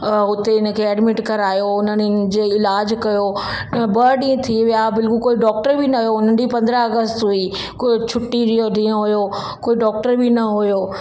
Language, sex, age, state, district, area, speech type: Sindhi, female, 45-60, Delhi, South Delhi, urban, spontaneous